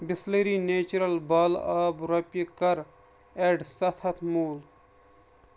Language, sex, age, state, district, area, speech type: Kashmiri, male, 30-45, Jammu and Kashmir, Bandipora, urban, read